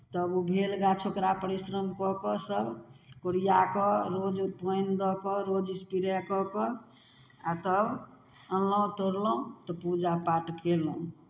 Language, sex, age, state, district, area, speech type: Maithili, female, 60+, Bihar, Samastipur, rural, spontaneous